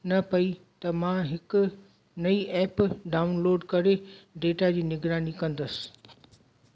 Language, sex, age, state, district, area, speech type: Sindhi, female, 60+, Gujarat, Kutch, urban, spontaneous